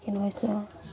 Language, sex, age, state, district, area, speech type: Assamese, female, 30-45, Assam, Dibrugarh, rural, spontaneous